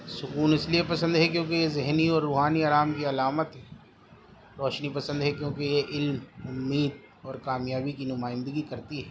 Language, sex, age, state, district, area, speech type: Urdu, male, 30-45, Delhi, East Delhi, urban, spontaneous